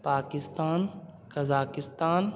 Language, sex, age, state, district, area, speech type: Urdu, female, 30-45, Delhi, Central Delhi, urban, spontaneous